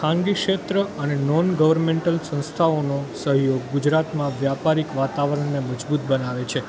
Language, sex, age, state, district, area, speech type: Gujarati, male, 18-30, Gujarat, Junagadh, urban, spontaneous